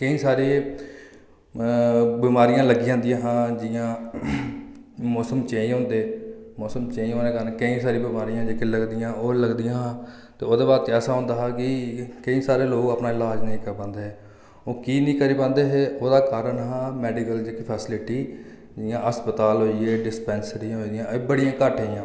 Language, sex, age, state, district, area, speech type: Dogri, male, 30-45, Jammu and Kashmir, Reasi, rural, spontaneous